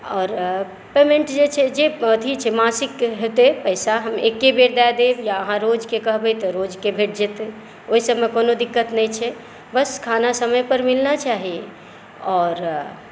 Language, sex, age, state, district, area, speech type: Maithili, female, 45-60, Bihar, Saharsa, urban, spontaneous